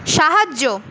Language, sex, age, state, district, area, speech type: Bengali, female, 18-30, West Bengal, Paschim Medinipur, rural, read